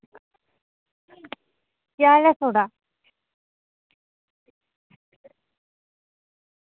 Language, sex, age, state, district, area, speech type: Dogri, female, 30-45, Jammu and Kashmir, Udhampur, rural, conversation